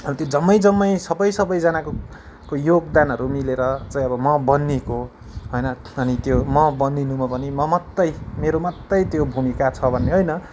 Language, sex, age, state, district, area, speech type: Nepali, male, 30-45, West Bengal, Kalimpong, rural, spontaneous